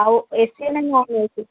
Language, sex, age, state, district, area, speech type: Odia, female, 30-45, Odisha, Sambalpur, rural, conversation